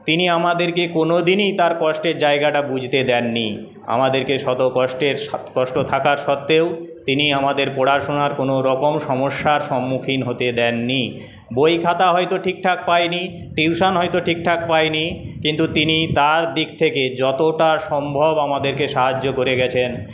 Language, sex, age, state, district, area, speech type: Bengali, male, 30-45, West Bengal, Paschim Medinipur, rural, spontaneous